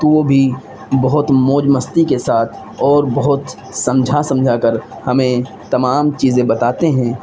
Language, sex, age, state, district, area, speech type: Urdu, male, 18-30, Uttar Pradesh, Siddharthnagar, rural, spontaneous